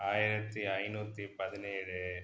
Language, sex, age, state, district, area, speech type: Tamil, male, 45-60, Tamil Nadu, Pudukkottai, rural, spontaneous